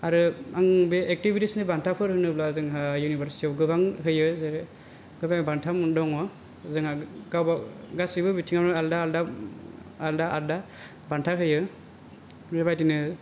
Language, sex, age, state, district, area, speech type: Bodo, male, 18-30, Assam, Kokrajhar, rural, spontaneous